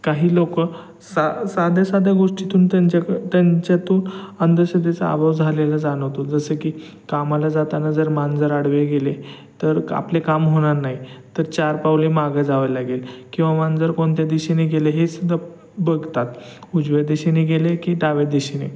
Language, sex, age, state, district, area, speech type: Marathi, male, 30-45, Maharashtra, Satara, urban, spontaneous